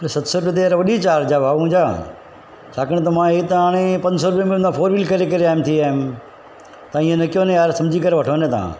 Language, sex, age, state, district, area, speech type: Sindhi, male, 45-60, Gujarat, Surat, urban, spontaneous